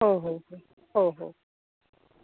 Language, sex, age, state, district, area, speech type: Marathi, female, 18-30, Maharashtra, Gondia, rural, conversation